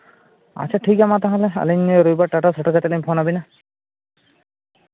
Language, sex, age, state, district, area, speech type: Santali, male, 18-30, Jharkhand, Seraikela Kharsawan, rural, conversation